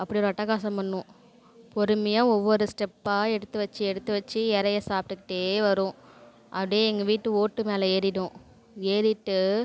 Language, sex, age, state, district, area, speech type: Tamil, female, 30-45, Tamil Nadu, Thanjavur, rural, spontaneous